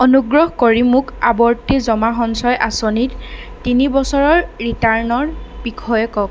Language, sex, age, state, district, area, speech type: Assamese, female, 18-30, Assam, Darrang, rural, read